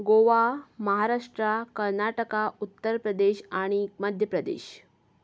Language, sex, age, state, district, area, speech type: Goan Konkani, female, 30-45, Goa, Canacona, rural, spontaneous